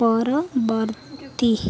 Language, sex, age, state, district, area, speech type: Odia, female, 18-30, Odisha, Balangir, urban, read